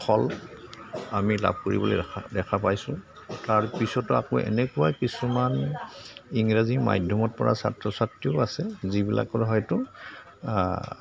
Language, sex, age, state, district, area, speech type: Assamese, male, 60+, Assam, Goalpara, rural, spontaneous